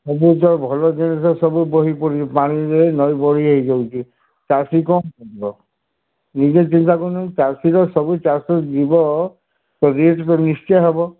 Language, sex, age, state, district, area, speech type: Odia, male, 60+, Odisha, Sundergarh, rural, conversation